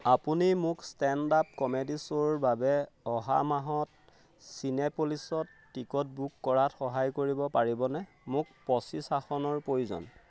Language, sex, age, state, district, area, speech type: Assamese, male, 30-45, Assam, Majuli, urban, read